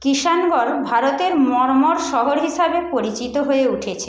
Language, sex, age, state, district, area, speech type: Bengali, female, 30-45, West Bengal, Paschim Medinipur, rural, read